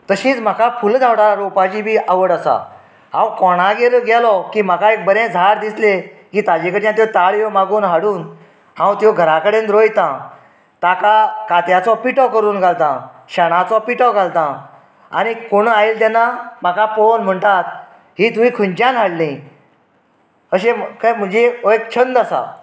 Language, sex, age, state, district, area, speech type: Goan Konkani, male, 45-60, Goa, Canacona, rural, spontaneous